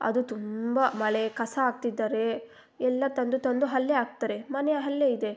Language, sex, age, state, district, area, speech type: Kannada, female, 18-30, Karnataka, Kolar, rural, spontaneous